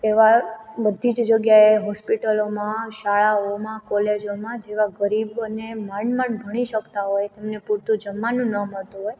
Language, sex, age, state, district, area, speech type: Gujarati, female, 18-30, Gujarat, Amreli, rural, spontaneous